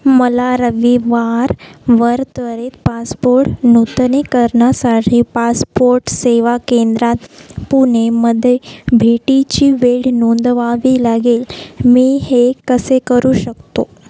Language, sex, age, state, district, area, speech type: Marathi, female, 18-30, Maharashtra, Wardha, rural, read